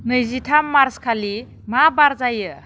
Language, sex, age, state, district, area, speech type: Bodo, female, 30-45, Assam, Baksa, rural, read